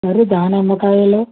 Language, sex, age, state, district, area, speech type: Telugu, male, 60+, Andhra Pradesh, Konaseema, rural, conversation